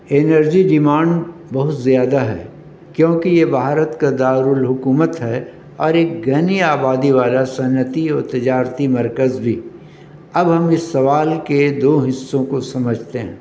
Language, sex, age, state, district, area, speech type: Urdu, male, 60+, Delhi, North East Delhi, urban, spontaneous